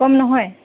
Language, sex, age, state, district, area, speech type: Assamese, female, 18-30, Assam, Kamrup Metropolitan, urban, conversation